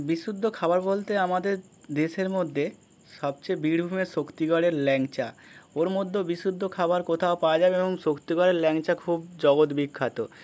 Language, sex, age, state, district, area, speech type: Bengali, male, 30-45, West Bengal, Birbhum, urban, spontaneous